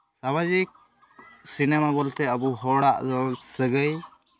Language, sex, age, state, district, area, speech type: Santali, male, 18-30, West Bengal, Malda, rural, spontaneous